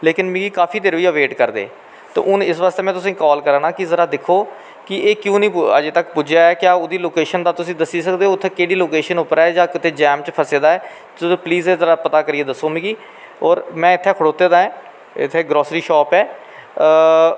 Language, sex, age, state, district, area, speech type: Dogri, male, 45-60, Jammu and Kashmir, Kathua, rural, spontaneous